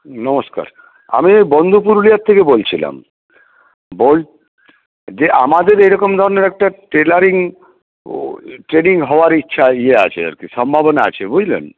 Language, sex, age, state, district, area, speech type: Bengali, male, 60+, West Bengal, Purulia, rural, conversation